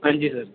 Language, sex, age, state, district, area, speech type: Dogri, male, 18-30, Jammu and Kashmir, Udhampur, rural, conversation